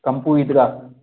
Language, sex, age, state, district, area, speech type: Hindi, male, 30-45, Madhya Pradesh, Gwalior, rural, conversation